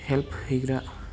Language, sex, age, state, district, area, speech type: Bodo, male, 18-30, Assam, Udalguri, urban, spontaneous